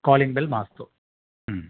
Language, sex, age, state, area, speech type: Sanskrit, male, 45-60, Tamil Nadu, rural, conversation